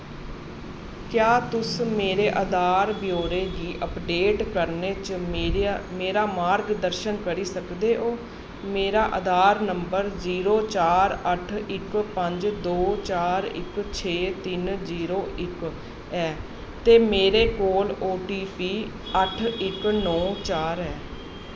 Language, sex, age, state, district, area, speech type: Dogri, female, 30-45, Jammu and Kashmir, Jammu, urban, read